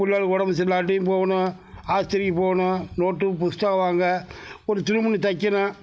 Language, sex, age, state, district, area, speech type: Tamil, male, 60+, Tamil Nadu, Mayiladuthurai, urban, spontaneous